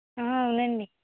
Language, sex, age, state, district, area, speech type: Telugu, female, 18-30, Andhra Pradesh, Konaseema, rural, conversation